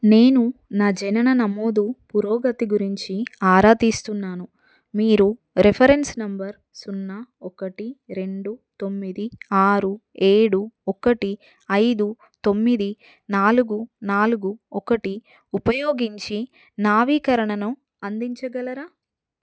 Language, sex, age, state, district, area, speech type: Telugu, female, 30-45, Telangana, Adilabad, rural, read